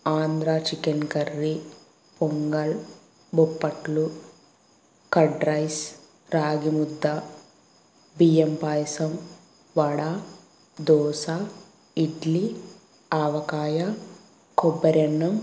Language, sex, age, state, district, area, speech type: Telugu, female, 18-30, Andhra Pradesh, Kadapa, rural, spontaneous